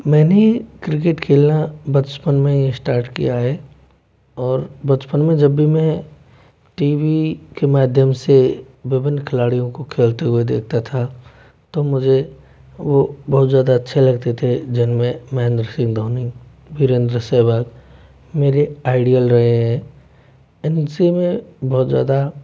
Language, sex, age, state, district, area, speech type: Hindi, male, 18-30, Rajasthan, Jaipur, urban, spontaneous